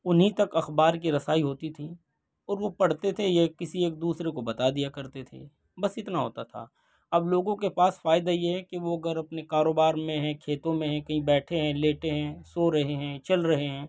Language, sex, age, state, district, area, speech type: Urdu, male, 18-30, Delhi, Central Delhi, urban, spontaneous